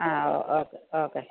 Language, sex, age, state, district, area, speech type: Malayalam, female, 45-60, Kerala, Pathanamthitta, rural, conversation